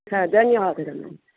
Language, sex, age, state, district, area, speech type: Sanskrit, female, 45-60, Tamil Nadu, Tiruchirappalli, urban, conversation